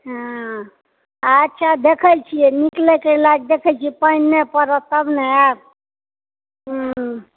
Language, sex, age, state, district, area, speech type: Maithili, female, 60+, Bihar, Purnia, rural, conversation